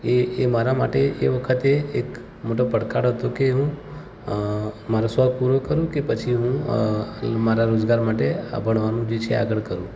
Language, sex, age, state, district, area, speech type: Gujarati, male, 30-45, Gujarat, Ahmedabad, urban, spontaneous